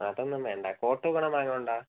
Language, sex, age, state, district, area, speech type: Malayalam, male, 18-30, Kerala, Kollam, rural, conversation